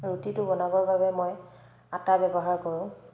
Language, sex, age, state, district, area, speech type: Assamese, female, 30-45, Assam, Dhemaji, urban, spontaneous